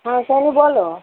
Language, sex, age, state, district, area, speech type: Bengali, female, 30-45, West Bengal, Howrah, urban, conversation